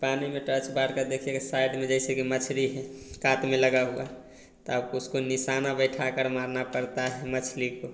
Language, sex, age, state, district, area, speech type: Hindi, male, 18-30, Bihar, Samastipur, rural, spontaneous